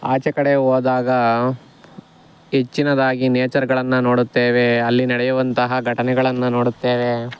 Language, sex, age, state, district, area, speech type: Kannada, male, 45-60, Karnataka, Bangalore Rural, rural, spontaneous